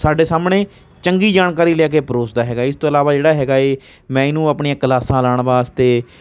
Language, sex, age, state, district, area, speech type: Punjabi, male, 30-45, Punjab, Hoshiarpur, rural, spontaneous